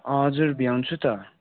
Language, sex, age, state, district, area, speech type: Nepali, male, 18-30, West Bengal, Darjeeling, rural, conversation